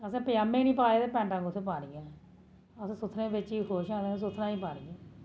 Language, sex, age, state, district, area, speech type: Dogri, female, 30-45, Jammu and Kashmir, Jammu, urban, spontaneous